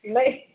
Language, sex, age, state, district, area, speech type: Hindi, female, 30-45, Madhya Pradesh, Gwalior, rural, conversation